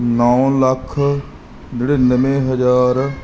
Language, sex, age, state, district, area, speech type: Punjabi, male, 30-45, Punjab, Mansa, urban, spontaneous